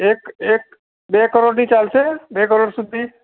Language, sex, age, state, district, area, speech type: Gujarati, male, 60+, Gujarat, Ahmedabad, urban, conversation